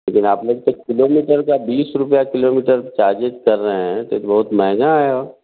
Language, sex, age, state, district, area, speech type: Hindi, male, 45-60, Bihar, Vaishali, rural, conversation